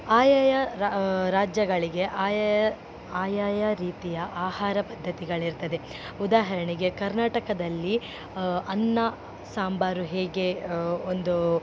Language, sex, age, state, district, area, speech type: Kannada, female, 18-30, Karnataka, Dakshina Kannada, rural, spontaneous